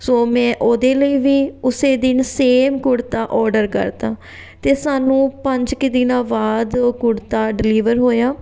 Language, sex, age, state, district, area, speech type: Punjabi, female, 30-45, Punjab, Fatehgarh Sahib, urban, spontaneous